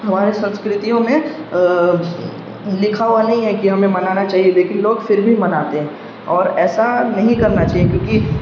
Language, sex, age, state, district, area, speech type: Urdu, male, 18-30, Bihar, Darbhanga, urban, spontaneous